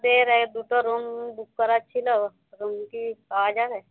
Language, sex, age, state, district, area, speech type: Bengali, female, 45-60, West Bengal, Jhargram, rural, conversation